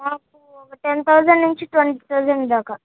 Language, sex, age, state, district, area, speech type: Telugu, male, 18-30, Andhra Pradesh, Srikakulam, urban, conversation